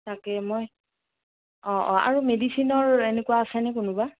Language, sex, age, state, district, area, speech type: Assamese, female, 30-45, Assam, Morigaon, rural, conversation